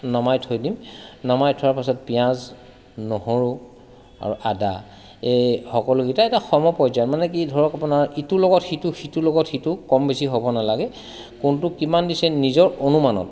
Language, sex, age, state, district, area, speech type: Assamese, male, 45-60, Assam, Sivasagar, rural, spontaneous